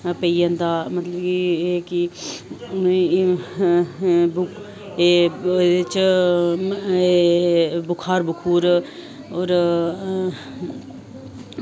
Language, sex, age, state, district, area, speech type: Dogri, female, 30-45, Jammu and Kashmir, Samba, rural, spontaneous